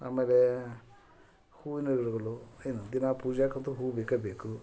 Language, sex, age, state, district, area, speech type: Kannada, male, 45-60, Karnataka, Koppal, rural, spontaneous